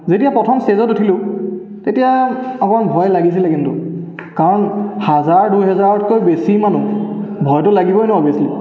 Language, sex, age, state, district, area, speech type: Assamese, male, 18-30, Assam, Charaideo, urban, spontaneous